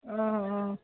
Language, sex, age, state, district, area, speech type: Assamese, female, 60+, Assam, Dibrugarh, rural, conversation